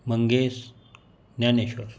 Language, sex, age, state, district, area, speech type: Marathi, male, 45-60, Maharashtra, Buldhana, rural, spontaneous